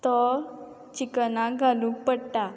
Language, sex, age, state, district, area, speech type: Goan Konkani, female, 18-30, Goa, Quepem, rural, spontaneous